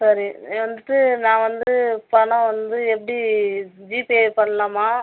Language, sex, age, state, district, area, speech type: Tamil, female, 45-60, Tamil Nadu, Viluppuram, rural, conversation